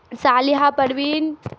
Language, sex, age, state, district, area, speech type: Urdu, female, 18-30, Bihar, Darbhanga, rural, spontaneous